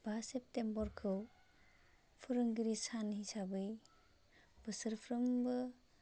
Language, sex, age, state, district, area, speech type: Bodo, female, 18-30, Assam, Baksa, rural, spontaneous